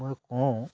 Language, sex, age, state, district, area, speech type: Assamese, male, 30-45, Assam, Dibrugarh, urban, spontaneous